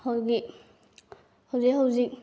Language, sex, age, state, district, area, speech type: Manipuri, female, 18-30, Manipur, Bishnupur, rural, spontaneous